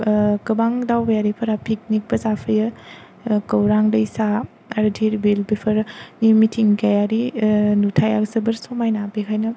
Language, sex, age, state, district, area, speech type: Bodo, female, 18-30, Assam, Kokrajhar, rural, spontaneous